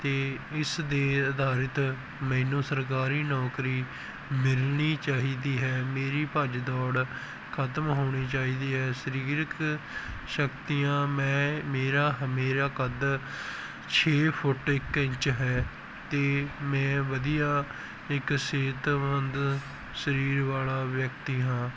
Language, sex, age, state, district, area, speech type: Punjabi, male, 18-30, Punjab, Barnala, rural, spontaneous